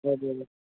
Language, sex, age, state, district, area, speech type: Nepali, male, 30-45, West Bengal, Kalimpong, rural, conversation